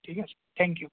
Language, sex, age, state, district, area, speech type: Assamese, male, 30-45, Assam, Kamrup Metropolitan, urban, conversation